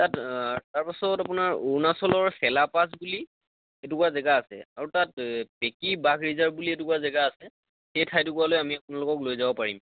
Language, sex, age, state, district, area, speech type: Assamese, male, 18-30, Assam, Lakhimpur, rural, conversation